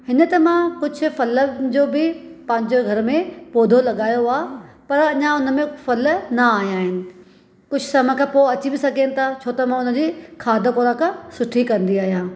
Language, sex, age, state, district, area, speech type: Sindhi, female, 30-45, Maharashtra, Thane, urban, spontaneous